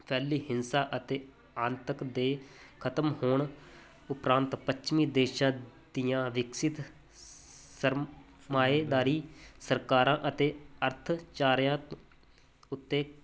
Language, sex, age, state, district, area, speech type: Punjabi, male, 30-45, Punjab, Muktsar, rural, spontaneous